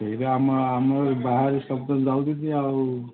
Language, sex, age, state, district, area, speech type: Odia, male, 60+, Odisha, Gajapati, rural, conversation